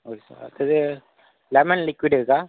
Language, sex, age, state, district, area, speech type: Tamil, male, 30-45, Tamil Nadu, Viluppuram, rural, conversation